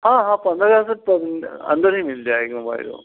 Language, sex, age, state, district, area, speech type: Hindi, male, 60+, Uttar Pradesh, Mirzapur, urban, conversation